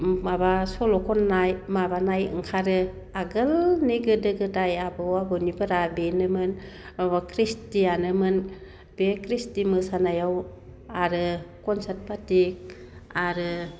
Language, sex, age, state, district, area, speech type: Bodo, female, 60+, Assam, Baksa, urban, spontaneous